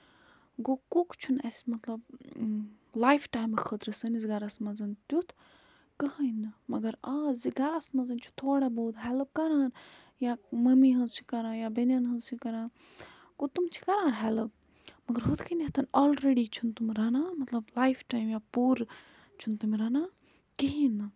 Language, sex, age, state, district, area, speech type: Kashmiri, female, 30-45, Jammu and Kashmir, Budgam, rural, spontaneous